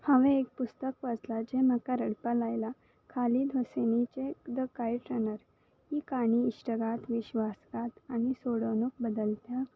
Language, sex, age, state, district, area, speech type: Goan Konkani, female, 18-30, Goa, Salcete, rural, spontaneous